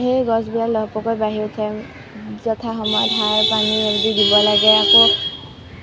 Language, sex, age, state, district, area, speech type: Assamese, female, 18-30, Assam, Kamrup Metropolitan, urban, spontaneous